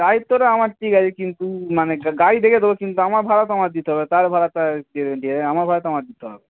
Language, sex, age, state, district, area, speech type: Bengali, male, 30-45, West Bengal, Darjeeling, rural, conversation